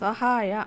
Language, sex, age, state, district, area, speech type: Kannada, female, 45-60, Karnataka, Kolar, rural, read